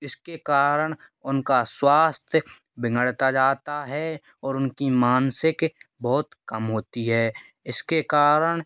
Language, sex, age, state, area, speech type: Hindi, male, 18-30, Rajasthan, rural, spontaneous